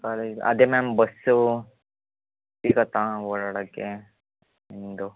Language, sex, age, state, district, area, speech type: Kannada, male, 18-30, Karnataka, Chitradurga, rural, conversation